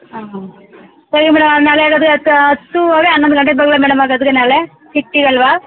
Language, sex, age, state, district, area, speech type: Kannada, female, 30-45, Karnataka, Chamarajanagar, rural, conversation